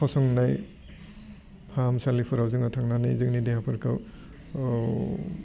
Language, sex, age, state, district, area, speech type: Bodo, male, 45-60, Assam, Udalguri, urban, spontaneous